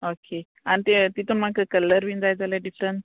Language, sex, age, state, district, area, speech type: Goan Konkani, female, 30-45, Goa, Murmgao, rural, conversation